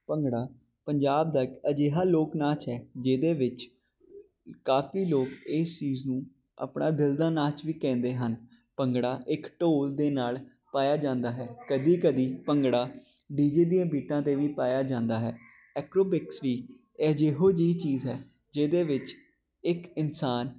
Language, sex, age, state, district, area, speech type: Punjabi, male, 18-30, Punjab, Jalandhar, urban, spontaneous